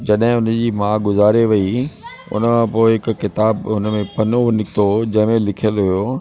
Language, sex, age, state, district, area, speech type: Sindhi, male, 60+, Delhi, South Delhi, urban, spontaneous